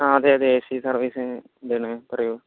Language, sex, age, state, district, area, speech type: Malayalam, male, 18-30, Kerala, Malappuram, rural, conversation